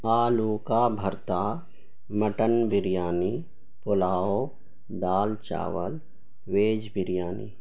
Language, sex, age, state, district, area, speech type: Urdu, male, 30-45, Bihar, Purnia, rural, spontaneous